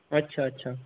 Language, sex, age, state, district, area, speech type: Dogri, male, 18-30, Jammu and Kashmir, Udhampur, rural, conversation